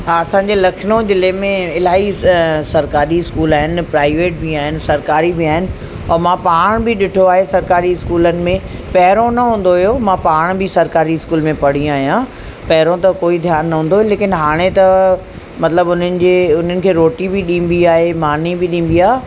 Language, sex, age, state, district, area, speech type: Sindhi, female, 45-60, Uttar Pradesh, Lucknow, urban, spontaneous